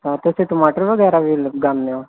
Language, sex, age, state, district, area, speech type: Punjabi, male, 18-30, Punjab, Firozpur, urban, conversation